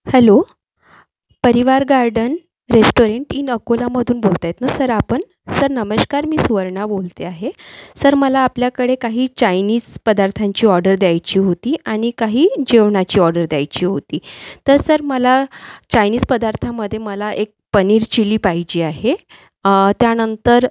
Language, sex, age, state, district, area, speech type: Marathi, female, 30-45, Maharashtra, Akola, urban, spontaneous